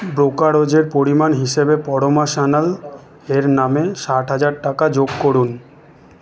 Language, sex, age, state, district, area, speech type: Bengali, male, 45-60, West Bengal, Paschim Bardhaman, rural, read